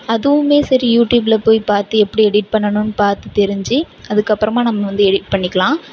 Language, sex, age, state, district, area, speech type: Tamil, female, 18-30, Tamil Nadu, Mayiladuthurai, rural, spontaneous